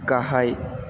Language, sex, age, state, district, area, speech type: Bodo, male, 18-30, Assam, Chirang, urban, read